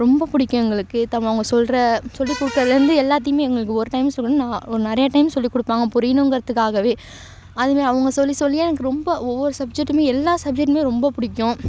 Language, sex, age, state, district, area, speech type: Tamil, female, 18-30, Tamil Nadu, Thanjavur, urban, spontaneous